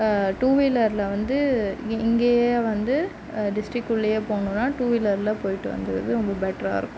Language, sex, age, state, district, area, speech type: Tamil, female, 30-45, Tamil Nadu, Mayiladuthurai, urban, spontaneous